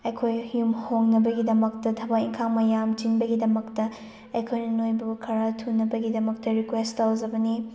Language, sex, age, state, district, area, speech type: Manipuri, female, 30-45, Manipur, Chandel, rural, spontaneous